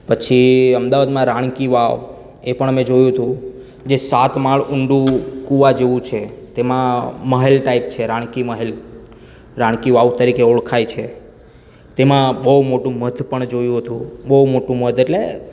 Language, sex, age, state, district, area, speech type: Gujarati, male, 30-45, Gujarat, Surat, rural, spontaneous